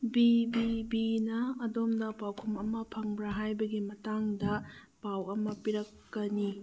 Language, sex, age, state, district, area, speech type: Manipuri, female, 45-60, Manipur, Churachandpur, rural, read